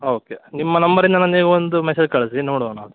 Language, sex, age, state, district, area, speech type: Kannada, male, 18-30, Karnataka, Davanagere, rural, conversation